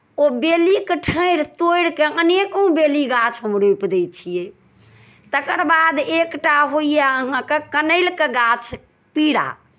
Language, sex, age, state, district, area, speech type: Maithili, female, 60+, Bihar, Darbhanga, rural, spontaneous